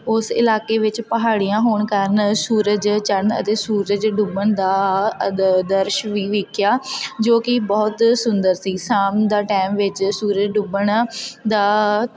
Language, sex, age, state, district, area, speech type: Punjabi, female, 18-30, Punjab, Tarn Taran, rural, spontaneous